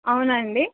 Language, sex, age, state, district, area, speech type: Telugu, female, 18-30, Telangana, Nizamabad, urban, conversation